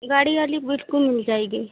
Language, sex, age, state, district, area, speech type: Hindi, female, 45-60, Uttar Pradesh, Lucknow, rural, conversation